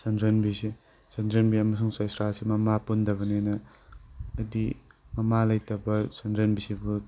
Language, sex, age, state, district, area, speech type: Manipuri, male, 18-30, Manipur, Tengnoupal, urban, spontaneous